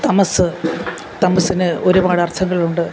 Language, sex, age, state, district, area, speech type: Malayalam, female, 60+, Kerala, Alappuzha, rural, spontaneous